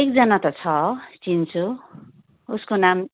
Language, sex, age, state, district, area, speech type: Nepali, female, 45-60, West Bengal, Kalimpong, rural, conversation